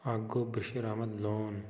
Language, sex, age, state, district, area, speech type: Kashmiri, male, 30-45, Jammu and Kashmir, Pulwama, rural, spontaneous